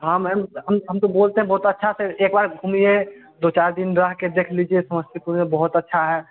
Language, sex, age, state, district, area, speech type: Hindi, male, 18-30, Bihar, Samastipur, urban, conversation